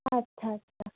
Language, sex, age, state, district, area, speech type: Bengali, female, 30-45, West Bengal, Hooghly, urban, conversation